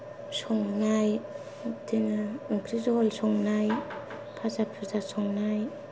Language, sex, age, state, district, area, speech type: Bodo, female, 18-30, Assam, Kokrajhar, rural, spontaneous